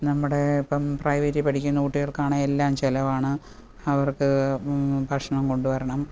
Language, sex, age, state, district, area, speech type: Malayalam, female, 45-60, Kerala, Kottayam, urban, spontaneous